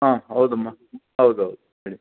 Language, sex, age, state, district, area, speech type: Kannada, male, 60+, Karnataka, Chitradurga, rural, conversation